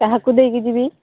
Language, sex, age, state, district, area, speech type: Odia, female, 30-45, Odisha, Sambalpur, rural, conversation